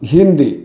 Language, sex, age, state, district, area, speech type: Maithili, male, 60+, Bihar, Sitamarhi, rural, spontaneous